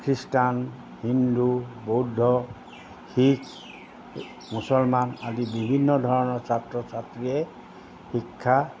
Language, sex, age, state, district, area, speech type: Assamese, male, 60+, Assam, Golaghat, urban, spontaneous